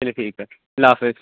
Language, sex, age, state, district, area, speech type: Urdu, male, 18-30, Uttar Pradesh, Rampur, urban, conversation